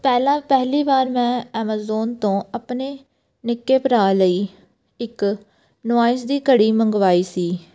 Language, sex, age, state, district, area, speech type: Punjabi, female, 18-30, Punjab, Pathankot, rural, spontaneous